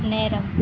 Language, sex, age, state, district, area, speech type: Tamil, female, 18-30, Tamil Nadu, Tiruvannamalai, rural, read